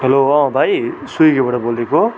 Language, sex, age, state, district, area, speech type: Nepali, male, 30-45, West Bengal, Darjeeling, rural, spontaneous